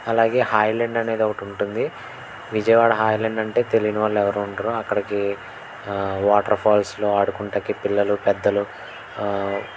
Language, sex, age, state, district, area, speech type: Telugu, male, 18-30, Andhra Pradesh, N T Rama Rao, urban, spontaneous